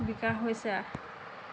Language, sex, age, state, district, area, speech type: Assamese, female, 45-60, Assam, Lakhimpur, rural, spontaneous